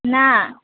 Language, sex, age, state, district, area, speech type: Gujarati, female, 18-30, Gujarat, Valsad, rural, conversation